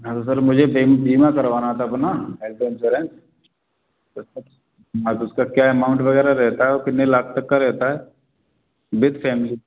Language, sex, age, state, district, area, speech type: Hindi, male, 45-60, Madhya Pradesh, Gwalior, urban, conversation